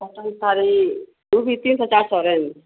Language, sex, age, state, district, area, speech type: Hindi, female, 45-60, Bihar, Madhepura, rural, conversation